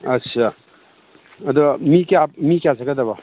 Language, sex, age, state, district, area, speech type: Manipuri, male, 60+, Manipur, Imphal East, rural, conversation